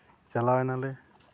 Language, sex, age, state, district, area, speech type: Santali, male, 45-60, Jharkhand, East Singhbhum, rural, spontaneous